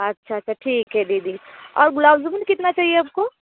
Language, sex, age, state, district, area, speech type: Hindi, female, 30-45, Uttar Pradesh, Bhadohi, rural, conversation